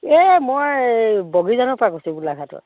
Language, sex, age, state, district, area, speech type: Assamese, female, 45-60, Assam, Golaghat, urban, conversation